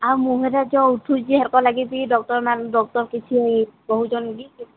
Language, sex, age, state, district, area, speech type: Odia, female, 18-30, Odisha, Sambalpur, rural, conversation